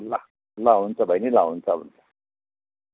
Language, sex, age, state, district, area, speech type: Nepali, male, 45-60, West Bengal, Kalimpong, rural, conversation